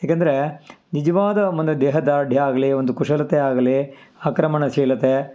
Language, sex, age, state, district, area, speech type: Kannada, male, 60+, Karnataka, Kolar, rural, spontaneous